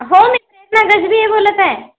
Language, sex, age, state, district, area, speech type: Marathi, female, 30-45, Maharashtra, Yavatmal, rural, conversation